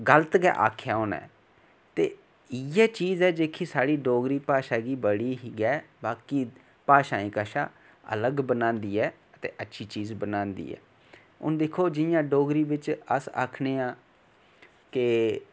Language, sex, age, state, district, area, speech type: Dogri, male, 18-30, Jammu and Kashmir, Reasi, rural, spontaneous